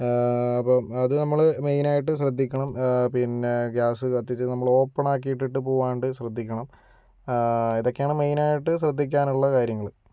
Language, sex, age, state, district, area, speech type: Malayalam, male, 18-30, Kerala, Kozhikode, urban, spontaneous